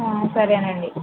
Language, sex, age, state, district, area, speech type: Telugu, female, 30-45, Andhra Pradesh, Konaseema, rural, conversation